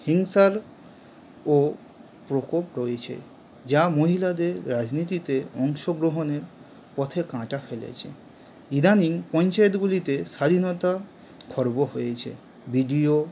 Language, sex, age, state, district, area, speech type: Bengali, male, 18-30, West Bengal, Howrah, urban, spontaneous